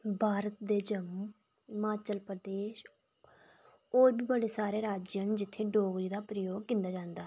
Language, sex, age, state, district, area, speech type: Dogri, female, 18-30, Jammu and Kashmir, Reasi, rural, spontaneous